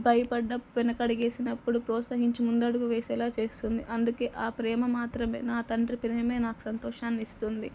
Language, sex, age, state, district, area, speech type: Telugu, female, 18-30, Telangana, Nalgonda, urban, spontaneous